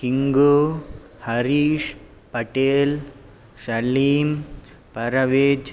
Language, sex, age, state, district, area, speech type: Sanskrit, male, 18-30, Karnataka, Dakshina Kannada, rural, read